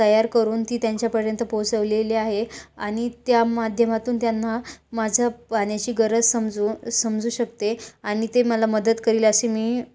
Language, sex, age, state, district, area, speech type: Marathi, female, 18-30, Maharashtra, Ahmednagar, rural, spontaneous